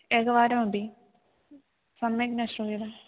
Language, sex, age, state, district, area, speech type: Sanskrit, female, 18-30, Kerala, Idukki, rural, conversation